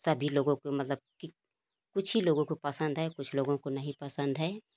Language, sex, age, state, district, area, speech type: Hindi, female, 30-45, Uttar Pradesh, Ghazipur, rural, spontaneous